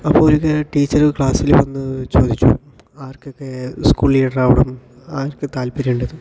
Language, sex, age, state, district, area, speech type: Malayalam, male, 30-45, Kerala, Palakkad, rural, spontaneous